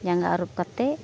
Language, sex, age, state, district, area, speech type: Santali, female, 18-30, Jharkhand, Pakur, rural, spontaneous